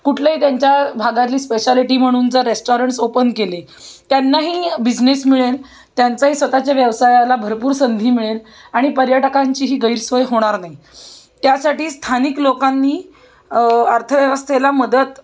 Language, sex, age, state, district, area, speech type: Marathi, female, 30-45, Maharashtra, Pune, urban, spontaneous